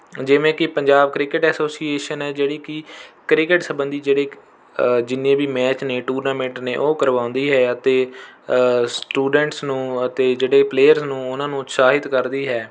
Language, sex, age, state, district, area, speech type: Punjabi, male, 18-30, Punjab, Rupnagar, urban, spontaneous